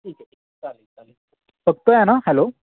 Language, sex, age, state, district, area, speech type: Marathi, male, 18-30, Maharashtra, Raigad, rural, conversation